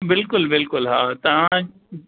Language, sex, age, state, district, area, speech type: Sindhi, male, 60+, Maharashtra, Thane, urban, conversation